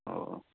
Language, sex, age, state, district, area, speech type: Hindi, male, 45-60, Bihar, Begusarai, rural, conversation